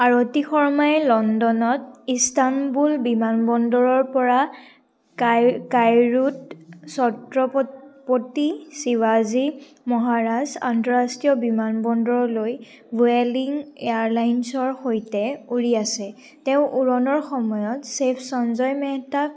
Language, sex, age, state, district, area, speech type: Assamese, female, 18-30, Assam, Majuli, urban, read